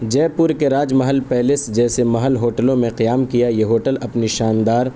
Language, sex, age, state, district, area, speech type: Urdu, male, 18-30, Uttar Pradesh, Saharanpur, urban, spontaneous